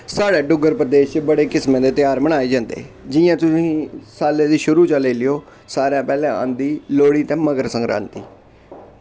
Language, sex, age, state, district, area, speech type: Dogri, male, 18-30, Jammu and Kashmir, Kathua, rural, spontaneous